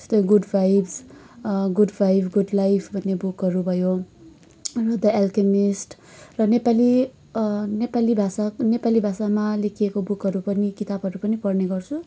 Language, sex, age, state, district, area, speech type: Nepali, female, 18-30, West Bengal, Kalimpong, rural, spontaneous